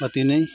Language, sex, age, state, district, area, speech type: Nepali, male, 45-60, West Bengal, Jalpaiguri, urban, spontaneous